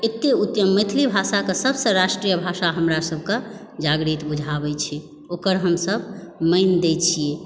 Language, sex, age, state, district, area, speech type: Maithili, female, 45-60, Bihar, Supaul, rural, spontaneous